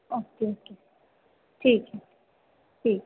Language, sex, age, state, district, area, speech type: Hindi, female, 18-30, Bihar, Begusarai, rural, conversation